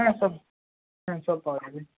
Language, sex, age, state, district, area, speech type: Bengali, male, 18-30, West Bengal, Purba Medinipur, rural, conversation